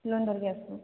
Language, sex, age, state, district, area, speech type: Odia, female, 60+, Odisha, Boudh, rural, conversation